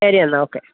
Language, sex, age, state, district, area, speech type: Malayalam, female, 45-60, Kerala, Thiruvananthapuram, urban, conversation